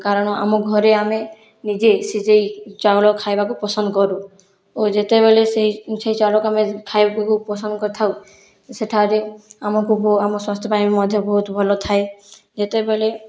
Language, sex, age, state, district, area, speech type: Odia, female, 60+, Odisha, Boudh, rural, spontaneous